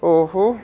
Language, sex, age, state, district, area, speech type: Punjabi, male, 18-30, Punjab, Patiala, urban, spontaneous